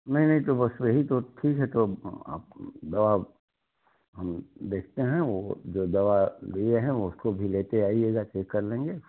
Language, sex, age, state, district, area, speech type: Hindi, male, 60+, Uttar Pradesh, Chandauli, rural, conversation